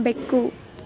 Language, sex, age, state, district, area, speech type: Kannada, female, 30-45, Karnataka, Bangalore Urban, rural, read